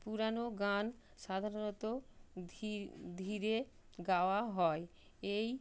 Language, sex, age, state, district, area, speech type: Bengali, female, 45-60, West Bengal, North 24 Parganas, urban, spontaneous